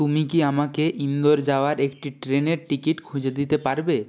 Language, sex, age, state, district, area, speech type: Bengali, male, 30-45, West Bengal, Purba Medinipur, rural, read